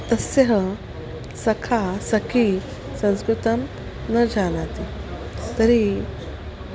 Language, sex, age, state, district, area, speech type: Sanskrit, female, 45-60, Maharashtra, Nagpur, urban, spontaneous